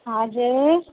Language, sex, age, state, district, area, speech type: Nepali, female, 30-45, West Bengal, Darjeeling, rural, conversation